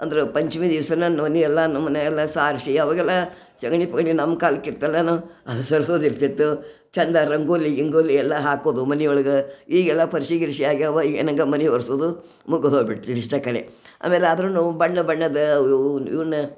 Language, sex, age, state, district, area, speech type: Kannada, female, 60+, Karnataka, Gadag, rural, spontaneous